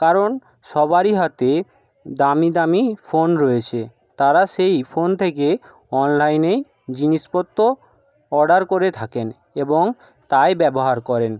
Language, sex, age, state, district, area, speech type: Bengali, male, 60+, West Bengal, Jhargram, rural, spontaneous